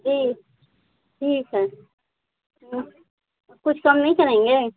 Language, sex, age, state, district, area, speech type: Hindi, female, 18-30, Uttar Pradesh, Azamgarh, urban, conversation